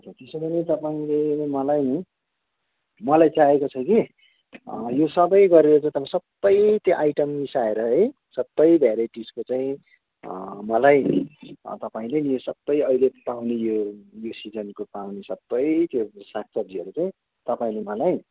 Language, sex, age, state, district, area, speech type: Nepali, male, 45-60, West Bengal, Kalimpong, rural, conversation